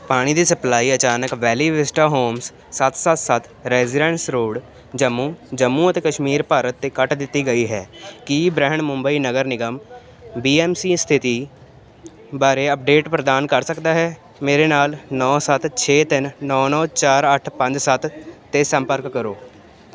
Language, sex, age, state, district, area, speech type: Punjabi, male, 18-30, Punjab, Ludhiana, urban, read